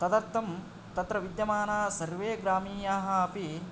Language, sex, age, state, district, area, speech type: Sanskrit, male, 18-30, Karnataka, Yadgir, urban, spontaneous